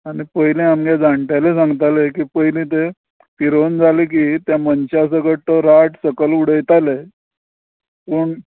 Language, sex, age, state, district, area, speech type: Goan Konkani, male, 45-60, Goa, Canacona, rural, conversation